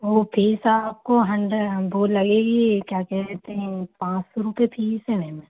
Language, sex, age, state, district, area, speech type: Hindi, female, 30-45, Madhya Pradesh, Seoni, urban, conversation